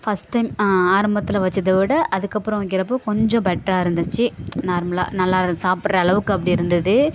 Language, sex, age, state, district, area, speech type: Tamil, female, 18-30, Tamil Nadu, Thanjavur, rural, spontaneous